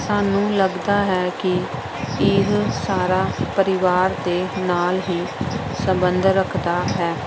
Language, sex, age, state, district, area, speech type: Punjabi, female, 30-45, Punjab, Pathankot, rural, spontaneous